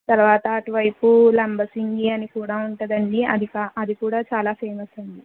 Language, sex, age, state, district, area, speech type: Telugu, female, 45-60, Andhra Pradesh, East Godavari, rural, conversation